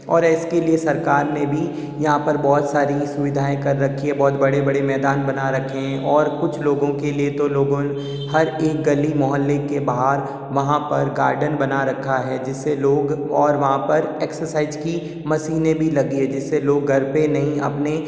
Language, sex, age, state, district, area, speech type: Hindi, male, 30-45, Rajasthan, Jodhpur, urban, spontaneous